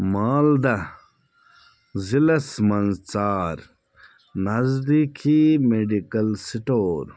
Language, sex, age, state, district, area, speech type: Kashmiri, male, 30-45, Jammu and Kashmir, Bandipora, rural, read